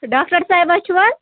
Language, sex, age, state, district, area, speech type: Kashmiri, female, 30-45, Jammu and Kashmir, Budgam, rural, conversation